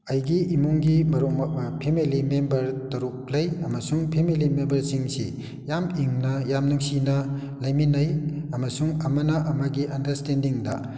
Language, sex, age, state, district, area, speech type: Manipuri, male, 60+, Manipur, Kakching, rural, spontaneous